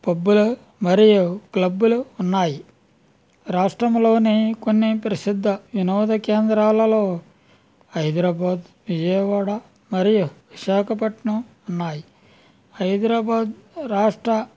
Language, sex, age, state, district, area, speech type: Telugu, male, 60+, Andhra Pradesh, West Godavari, rural, spontaneous